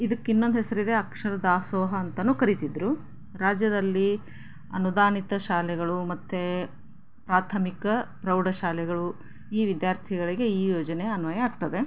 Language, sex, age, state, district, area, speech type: Kannada, female, 45-60, Karnataka, Chikkaballapur, rural, spontaneous